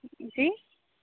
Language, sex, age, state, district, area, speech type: Urdu, female, 18-30, Uttar Pradesh, Aligarh, urban, conversation